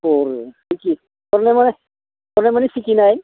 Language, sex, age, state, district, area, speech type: Bodo, male, 60+, Assam, Baksa, urban, conversation